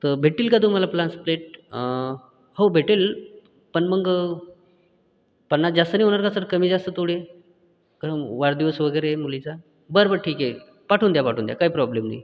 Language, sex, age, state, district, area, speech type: Marathi, male, 45-60, Maharashtra, Buldhana, rural, spontaneous